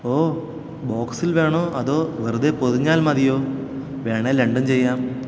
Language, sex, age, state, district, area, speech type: Malayalam, male, 18-30, Kerala, Thiruvananthapuram, rural, read